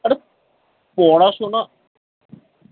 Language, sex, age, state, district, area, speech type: Bengali, male, 30-45, West Bengal, Kolkata, urban, conversation